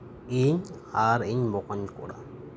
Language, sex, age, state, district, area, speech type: Santali, male, 30-45, West Bengal, Birbhum, rural, spontaneous